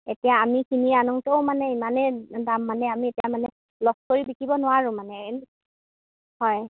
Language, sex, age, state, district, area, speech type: Assamese, female, 30-45, Assam, Golaghat, rural, conversation